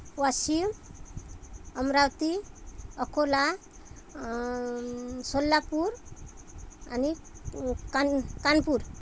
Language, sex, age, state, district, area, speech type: Marathi, female, 30-45, Maharashtra, Amravati, urban, spontaneous